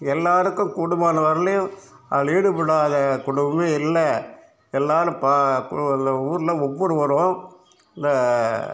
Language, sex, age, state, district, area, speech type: Tamil, male, 60+, Tamil Nadu, Cuddalore, rural, spontaneous